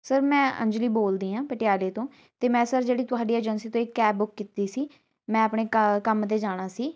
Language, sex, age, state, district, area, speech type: Punjabi, female, 18-30, Punjab, Patiala, rural, spontaneous